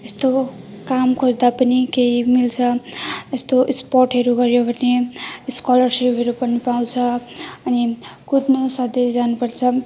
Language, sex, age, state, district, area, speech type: Nepali, female, 18-30, West Bengal, Jalpaiguri, rural, spontaneous